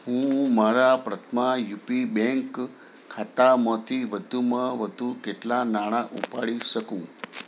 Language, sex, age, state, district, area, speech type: Gujarati, male, 60+, Gujarat, Anand, urban, read